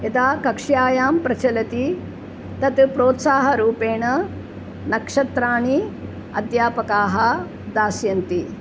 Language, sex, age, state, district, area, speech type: Sanskrit, female, 60+, Kerala, Palakkad, urban, spontaneous